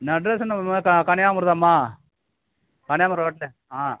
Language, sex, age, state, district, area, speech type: Tamil, male, 60+, Tamil Nadu, Kallakurichi, rural, conversation